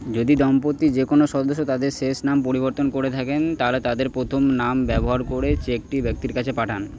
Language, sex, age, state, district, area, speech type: Bengali, male, 30-45, West Bengal, Purba Bardhaman, rural, read